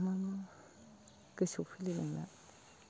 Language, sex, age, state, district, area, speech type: Bodo, female, 45-60, Assam, Baksa, rural, spontaneous